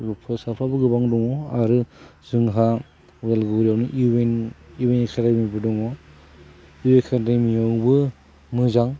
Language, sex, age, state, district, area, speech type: Bodo, male, 45-60, Assam, Udalguri, rural, spontaneous